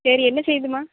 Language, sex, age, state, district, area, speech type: Tamil, female, 18-30, Tamil Nadu, Thoothukudi, urban, conversation